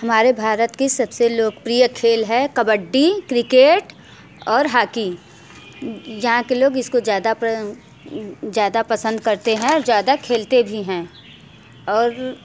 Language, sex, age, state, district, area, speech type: Hindi, female, 30-45, Uttar Pradesh, Mirzapur, rural, spontaneous